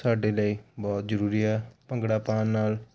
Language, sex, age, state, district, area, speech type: Punjabi, male, 18-30, Punjab, Hoshiarpur, rural, spontaneous